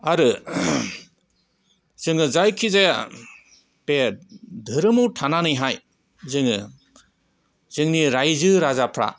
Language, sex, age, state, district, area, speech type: Bodo, male, 45-60, Assam, Chirang, rural, spontaneous